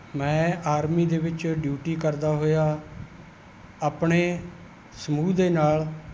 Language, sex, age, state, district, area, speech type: Punjabi, male, 60+, Punjab, Rupnagar, rural, spontaneous